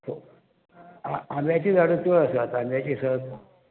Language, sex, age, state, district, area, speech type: Goan Konkani, male, 60+, Goa, Salcete, rural, conversation